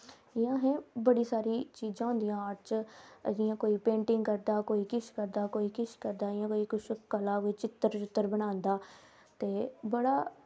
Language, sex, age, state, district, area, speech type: Dogri, female, 18-30, Jammu and Kashmir, Samba, rural, spontaneous